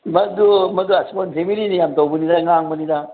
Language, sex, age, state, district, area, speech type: Manipuri, male, 60+, Manipur, Imphal East, rural, conversation